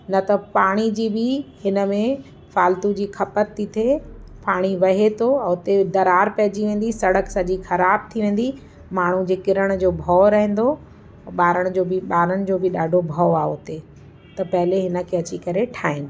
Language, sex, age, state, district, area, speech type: Sindhi, female, 45-60, Uttar Pradesh, Lucknow, urban, spontaneous